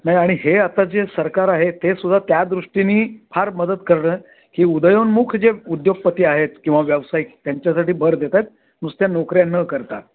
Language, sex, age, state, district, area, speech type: Marathi, male, 60+, Maharashtra, Thane, urban, conversation